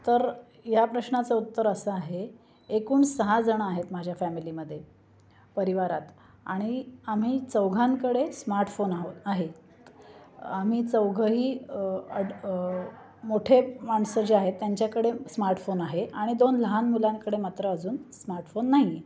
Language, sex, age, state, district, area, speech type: Marathi, female, 30-45, Maharashtra, Nashik, urban, spontaneous